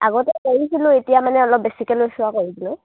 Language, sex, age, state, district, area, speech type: Assamese, female, 18-30, Assam, Dibrugarh, rural, conversation